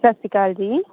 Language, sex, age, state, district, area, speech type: Punjabi, female, 30-45, Punjab, Amritsar, urban, conversation